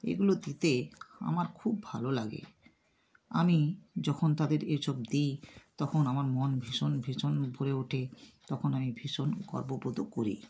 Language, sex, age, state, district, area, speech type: Bengali, female, 60+, West Bengal, North 24 Parganas, rural, spontaneous